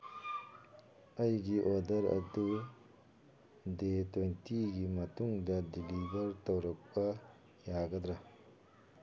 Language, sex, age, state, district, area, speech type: Manipuri, male, 45-60, Manipur, Churachandpur, urban, read